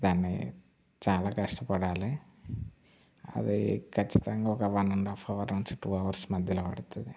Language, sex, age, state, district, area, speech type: Telugu, male, 18-30, Telangana, Mancherial, rural, spontaneous